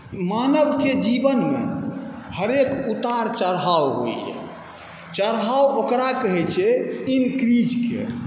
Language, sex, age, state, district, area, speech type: Maithili, male, 45-60, Bihar, Saharsa, rural, spontaneous